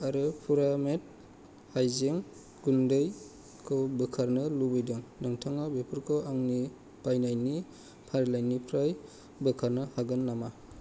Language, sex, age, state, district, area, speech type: Bodo, male, 30-45, Assam, Kokrajhar, rural, read